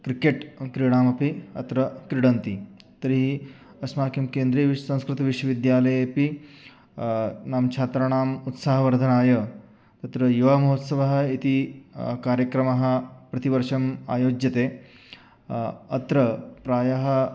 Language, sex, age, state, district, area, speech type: Sanskrit, male, 30-45, Maharashtra, Sangli, urban, spontaneous